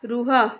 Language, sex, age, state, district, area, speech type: Odia, female, 30-45, Odisha, Jagatsinghpur, rural, read